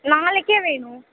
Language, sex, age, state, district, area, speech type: Tamil, female, 18-30, Tamil Nadu, Tiruvannamalai, rural, conversation